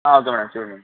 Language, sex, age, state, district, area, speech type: Telugu, male, 18-30, Andhra Pradesh, Anantapur, urban, conversation